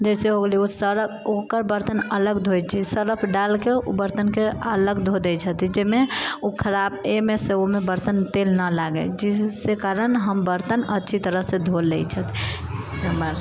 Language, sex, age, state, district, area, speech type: Maithili, female, 18-30, Bihar, Sitamarhi, rural, spontaneous